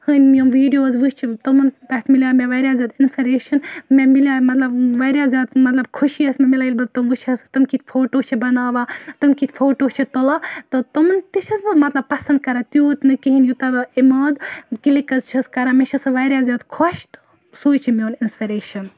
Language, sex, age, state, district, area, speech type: Kashmiri, female, 18-30, Jammu and Kashmir, Baramulla, rural, spontaneous